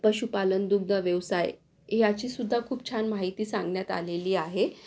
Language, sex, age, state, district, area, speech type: Marathi, female, 30-45, Maharashtra, Akola, urban, spontaneous